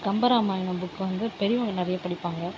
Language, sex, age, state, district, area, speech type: Tamil, female, 30-45, Tamil Nadu, Viluppuram, rural, spontaneous